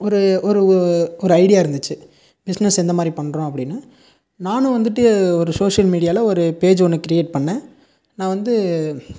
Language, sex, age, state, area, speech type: Tamil, male, 18-30, Tamil Nadu, rural, spontaneous